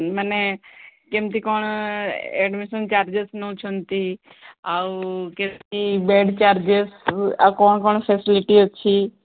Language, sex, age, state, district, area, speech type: Odia, female, 18-30, Odisha, Sundergarh, urban, conversation